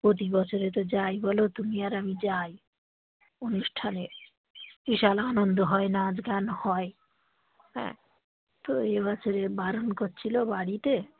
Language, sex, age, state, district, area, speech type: Bengali, female, 45-60, West Bengal, Dakshin Dinajpur, urban, conversation